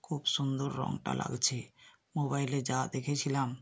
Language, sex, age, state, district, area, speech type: Bengali, female, 60+, West Bengal, South 24 Parganas, rural, spontaneous